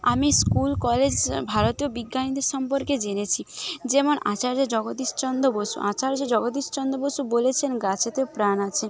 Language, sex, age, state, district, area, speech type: Bengali, female, 30-45, West Bengal, Jhargram, rural, spontaneous